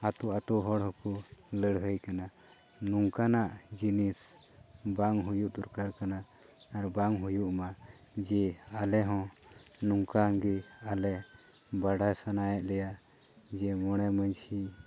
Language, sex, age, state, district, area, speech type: Santali, male, 30-45, Jharkhand, Pakur, rural, spontaneous